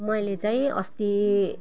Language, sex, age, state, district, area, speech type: Nepali, female, 45-60, West Bengal, Jalpaiguri, urban, spontaneous